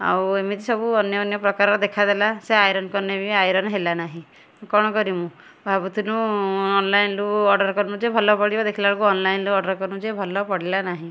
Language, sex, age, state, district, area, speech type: Odia, female, 30-45, Odisha, Kendujhar, urban, spontaneous